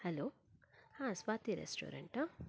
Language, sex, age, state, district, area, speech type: Kannada, female, 30-45, Karnataka, Shimoga, rural, spontaneous